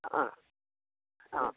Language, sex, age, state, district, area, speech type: Malayalam, male, 45-60, Kerala, Kottayam, rural, conversation